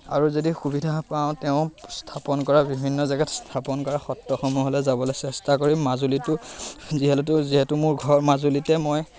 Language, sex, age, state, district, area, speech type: Assamese, male, 18-30, Assam, Majuli, urban, spontaneous